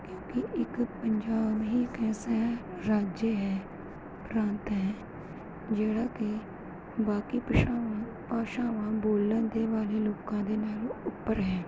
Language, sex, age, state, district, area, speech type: Punjabi, female, 30-45, Punjab, Gurdaspur, urban, spontaneous